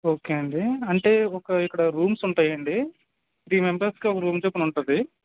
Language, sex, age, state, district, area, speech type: Telugu, male, 18-30, Andhra Pradesh, Anakapalli, rural, conversation